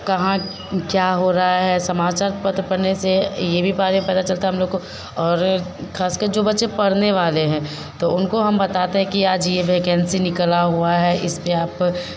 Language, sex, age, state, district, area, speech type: Hindi, female, 30-45, Bihar, Vaishali, urban, spontaneous